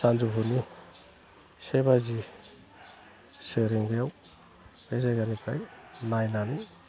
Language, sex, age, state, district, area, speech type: Bodo, male, 45-60, Assam, Udalguri, rural, spontaneous